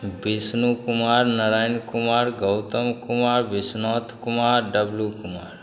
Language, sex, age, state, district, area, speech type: Hindi, male, 30-45, Bihar, Begusarai, rural, spontaneous